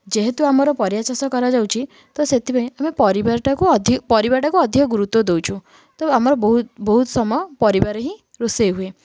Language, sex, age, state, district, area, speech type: Odia, female, 18-30, Odisha, Kendujhar, urban, spontaneous